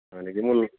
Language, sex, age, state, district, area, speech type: Assamese, male, 45-60, Assam, Tinsukia, urban, conversation